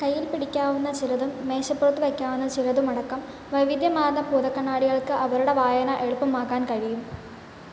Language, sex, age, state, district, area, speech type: Malayalam, female, 18-30, Kerala, Kottayam, rural, read